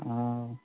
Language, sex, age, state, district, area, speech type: Manipuri, male, 30-45, Manipur, Thoubal, rural, conversation